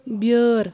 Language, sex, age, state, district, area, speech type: Kashmiri, male, 18-30, Jammu and Kashmir, Kulgam, rural, read